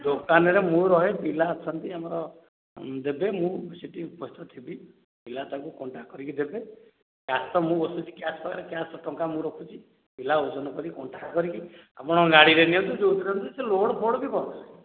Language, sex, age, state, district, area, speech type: Odia, male, 45-60, Odisha, Dhenkanal, rural, conversation